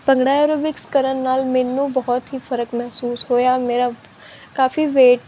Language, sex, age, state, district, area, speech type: Punjabi, female, 18-30, Punjab, Faridkot, urban, spontaneous